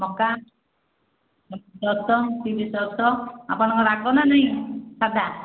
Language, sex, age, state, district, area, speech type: Odia, female, 30-45, Odisha, Khordha, rural, conversation